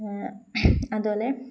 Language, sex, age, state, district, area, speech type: Malayalam, female, 18-30, Kerala, Kozhikode, rural, spontaneous